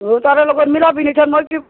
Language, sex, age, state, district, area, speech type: Assamese, female, 30-45, Assam, Barpeta, rural, conversation